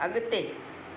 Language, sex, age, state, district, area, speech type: Sindhi, female, 60+, Maharashtra, Mumbai Suburban, urban, read